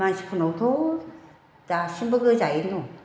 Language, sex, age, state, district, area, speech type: Bodo, female, 60+, Assam, Chirang, urban, spontaneous